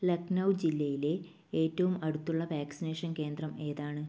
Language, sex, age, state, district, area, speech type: Malayalam, female, 30-45, Kerala, Kannur, rural, read